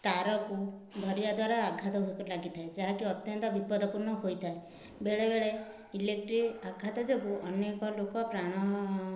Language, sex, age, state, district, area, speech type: Odia, female, 30-45, Odisha, Dhenkanal, rural, spontaneous